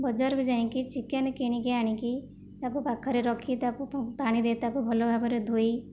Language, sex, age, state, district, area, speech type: Odia, female, 45-60, Odisha, Jajpur, rural, spontaneous